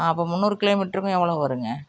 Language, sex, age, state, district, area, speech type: Tamil, female, 45-60, Tamil Nadu, Nagapattinam, rural, spontaneous